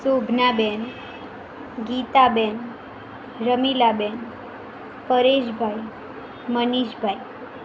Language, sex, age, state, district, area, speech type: Gujarati, female, 18-30, Gujarat, Mehsana, rural, spontaneous